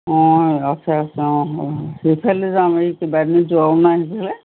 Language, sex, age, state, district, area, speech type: Assamese, female, 60+, Assam, Golaghat, urban, conversation